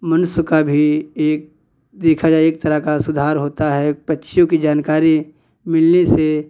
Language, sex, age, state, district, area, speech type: Hindi, male, 45-60, Uttar Pradesh, Hardoi, rural, spontaneous